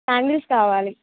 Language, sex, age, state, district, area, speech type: Telugu, female, 18-30, Telangana, Jangaon, rural, conversation